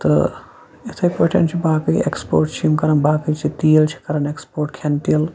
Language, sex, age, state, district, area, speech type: Kashmiri, male, 18-30, Jammu and Kashmir, Kulgam, rural, spontaneous